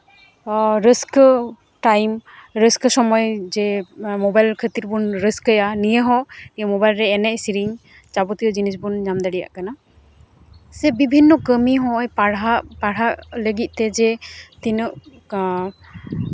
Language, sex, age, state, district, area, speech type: Santali, female, 18-30, West Bengal, Uttar Dinajpur, rural, spontaneous